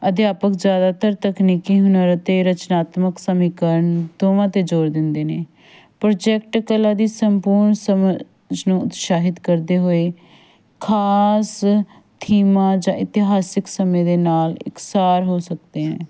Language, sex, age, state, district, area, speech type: Punjabi, female, 30-45, Punjab, Fatehgarh Sahib, rural, spontaneous